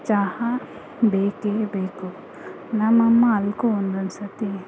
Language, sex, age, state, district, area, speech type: Kannada, female, 30-45, Karnataka, Kolar, urban, spontaneous